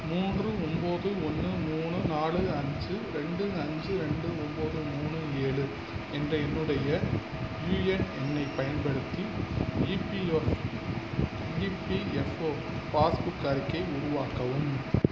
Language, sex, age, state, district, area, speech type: Tamil, male, 45-60, Tamil Nadu, Pudukkottai, rural, read